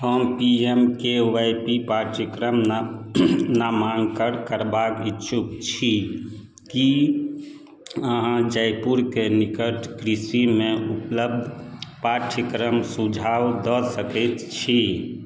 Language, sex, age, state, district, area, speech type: Maithili, male, 60+, Bihar, Madhubani, rural, read